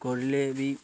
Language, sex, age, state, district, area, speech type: Odia, male, 18-30, Odisha, Malkangiri, urban, spontaneous